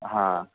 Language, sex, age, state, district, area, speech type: Marathi, male, 30-45, Maharashtra, Sindhudurg, rural, conversation